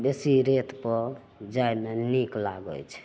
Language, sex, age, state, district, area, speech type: Maithili, female, 60+, Bihar, Madhepura, urban, spontaneous